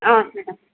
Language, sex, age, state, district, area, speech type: Assamese, female, 45-60, Assam, Tinsukia, urban, conversation